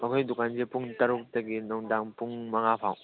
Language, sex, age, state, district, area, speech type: Manipuri, male, 18-30, Manipur, Churachandpur, rural, conversation